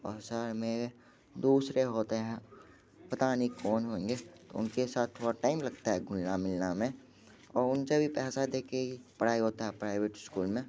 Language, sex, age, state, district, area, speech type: Hindi, male, 18-30, Bihar, Muzaffarpur, rural, spontaneous